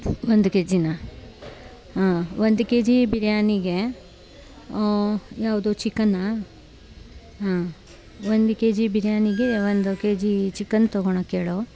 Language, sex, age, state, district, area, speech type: Kannada, female, 30-45, Karnataka, Bangalore Rural, rural, spontaneous